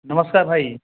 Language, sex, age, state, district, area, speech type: Hindi, male, 18-30, Uttar Pradesh, Bhadohi, rural, conversation